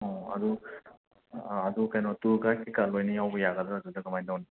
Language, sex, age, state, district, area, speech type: Manipuri, male, 30-45, Manipur, Imphal West, urban, conversation